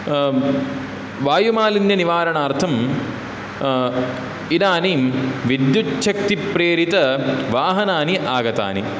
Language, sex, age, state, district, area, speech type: Sanskrit, male, 18-30, Karnataka, Udupi, rural, spontaneous